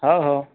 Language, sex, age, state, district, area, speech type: Marathi, male, 45-60, Maharashtra, Nagpur, urban, conversation